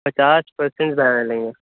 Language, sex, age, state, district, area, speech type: Urdu, male, 30-45, Uttar Pradesh, Gautam Buddha Nagar, urban, conversation